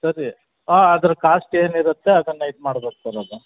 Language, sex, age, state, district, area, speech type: Kannada, male, 60+, Karnataka, Chamarajanagar, rural, conversation